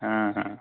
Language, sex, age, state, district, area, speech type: Hindi, male, 45-60, Uttar Pradesh, Mau, rural, conversation